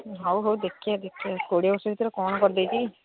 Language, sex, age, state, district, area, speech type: Odia, female, 60+, Odisha, Jharsuguda, rural, conversation